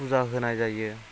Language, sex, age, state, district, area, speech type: Bodo, male, 18-30, Assam, Udalguri, rural, spontaneous